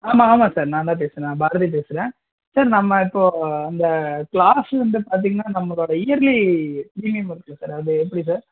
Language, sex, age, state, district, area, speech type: Tamil, male, 18-30, Tamil Nadu, Coimbatore, urban, conversation